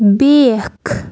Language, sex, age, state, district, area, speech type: Kashmiri, female, 30-45, Jammu and Kashmir, Bandipora, rural, read